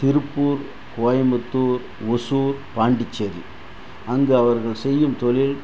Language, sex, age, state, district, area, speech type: Tamil, male, 60+, Tamil Nadu, Dharmapuri, rural, spontaneous